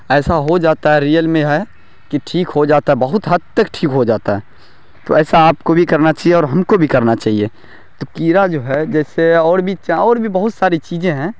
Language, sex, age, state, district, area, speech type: Urdu, male, 18-30, Bihar, Darbhanga, rural, spontaneous